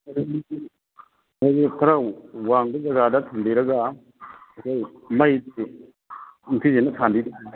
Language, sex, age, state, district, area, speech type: Manipuri, male, 60+, Manipur, Imphal East, rural, conversation